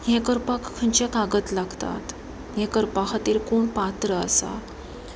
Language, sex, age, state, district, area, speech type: Goan Konkani, female, 30-45, Goa, Pernem, rural, spontaneous